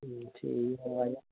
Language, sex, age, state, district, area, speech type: Dogri, male, 30-45, Jammu and Kashmir, Reasi, urban, conversation